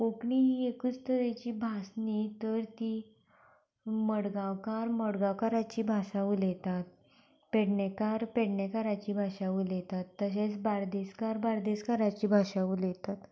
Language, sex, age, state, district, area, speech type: Goan Konkani, female, 18-30, Goa, Canacona, rural, spontaneous